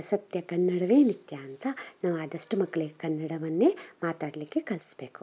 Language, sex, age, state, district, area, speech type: Kannada, male, 18-30, Karnataka, Shimoga, rural, spontaneous